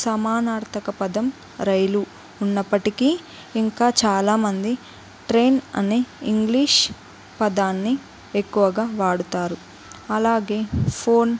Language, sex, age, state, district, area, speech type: Telugu, female, 18-30, Telangana, Jayashankar, urban, spontaneous